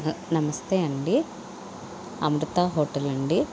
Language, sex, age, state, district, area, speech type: Telugu, female, 60+, Andhra Pradesh, Konaseema, rural, spontaneous